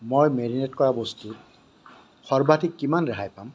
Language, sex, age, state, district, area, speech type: Assamese, male, 60+, Assam, Kamrup Metropolitan, urban, read